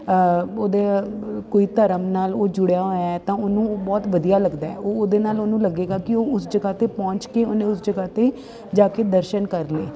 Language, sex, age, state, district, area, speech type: Punjabi, female, 30-45, Punjab, Ludhiana, urban, spontaneous